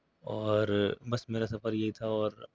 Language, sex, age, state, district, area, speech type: Urdu, male, 30-45, Delhi, South Delhi, urban, spontaneous